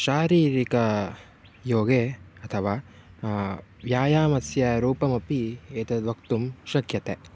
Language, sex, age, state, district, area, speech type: Sanskrit, male, 18-30, Karnataka, Shimoga, rural, spontaneous